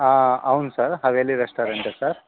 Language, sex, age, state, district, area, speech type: Telugu, male, 18-30, Telangana, Khammam, urban, conversation